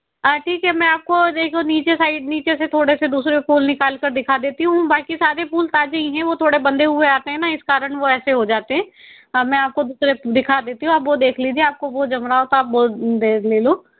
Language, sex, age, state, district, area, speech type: Hindi, female, 18-30, Madhya Pradesh, Indore, urban, conversation